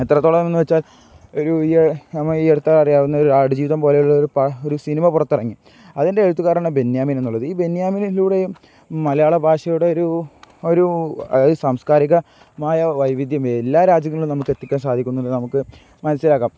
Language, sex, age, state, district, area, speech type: Malayalam, male, 18-30, Kerala, Kozhikode, rural, spontaneous